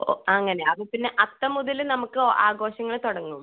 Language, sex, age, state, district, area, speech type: Malayalam, female, 18-30, Kerala, Palakkad, rural, conversation